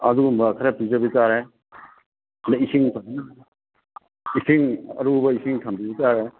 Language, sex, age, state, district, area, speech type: Manipuri, male, 60+, Manipur, Imphal East, rural, conversation